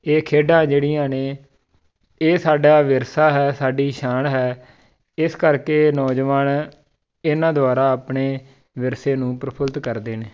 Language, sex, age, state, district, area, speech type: Punjabi, male, 30-45, Punjab, Tarn Taran, rural, spontaneous